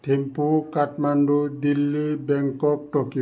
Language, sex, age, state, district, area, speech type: Nepali, male, 60+, West Bengal, Kalimpong, rural, spontaneous